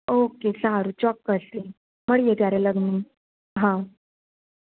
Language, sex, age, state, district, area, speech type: Gujarati, female, 18-30, Gujarat, Surat, rural, conversation